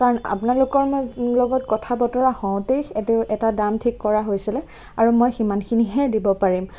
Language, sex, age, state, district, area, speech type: Assamese, female, 18-30, Assam, Nagaon, rural, spontaneous